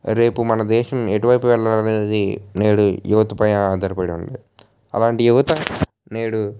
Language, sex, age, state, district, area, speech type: Telugu, male, 18-30, Andhra Pradesh, N T Rama Rao, urban, spontaneous